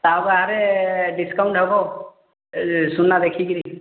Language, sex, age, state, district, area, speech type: Odia, male, 30-45, Odisha, Boudh, rural, conversation